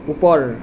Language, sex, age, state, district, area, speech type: Assamese, male, 30-45, Assam, Nalbari, rural, read